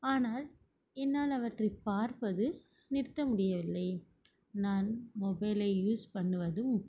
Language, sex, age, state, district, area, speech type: Tamil, female, 18-30, Tamil Nadu, Ranipet, urban, spontaneous